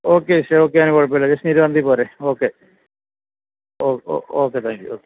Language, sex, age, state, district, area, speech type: Malayalam, male, 45-60, Kerala, Idukki, rural, conversation